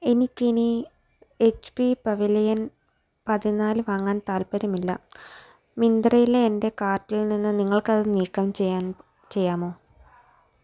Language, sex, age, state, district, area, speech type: Malayalam, female, 18-30, Kerala, Alappuzha, rural, read